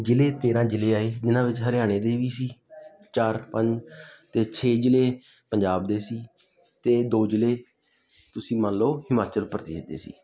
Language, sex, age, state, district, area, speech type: Punjabi, male, 18-30, Punjab, Muktsar, rural, spontaneous